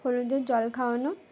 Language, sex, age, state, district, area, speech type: Bengali, female, 18-30, West Bengal, Uttar Dinajpur, urban, spontaneous